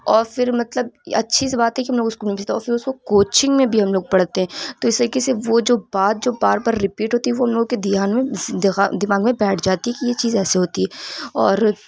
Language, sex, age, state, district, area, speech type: Urdu, female, 30-45, Uttar Pradesh, Lucknow, rural, spontaneous